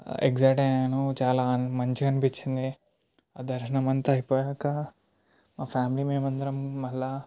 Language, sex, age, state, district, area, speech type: Telugu, male, 18-30, Telangana, Ranga Reddy, urban, spontaneous